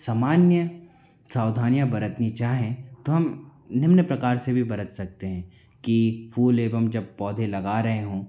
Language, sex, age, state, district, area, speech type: Hindi, male, 45-60, Madhya Pradesh, Bhopal, urban, spontaneous